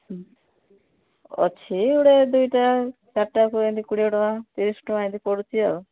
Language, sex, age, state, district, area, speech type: Odia, female, 30-45, Odisha, Nabarangpur, urban, conversation